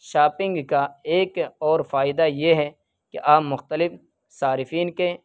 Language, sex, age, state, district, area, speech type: Urdu, male, 18-30, Uttar Pradesh, Saharanpur, urban, spontaneous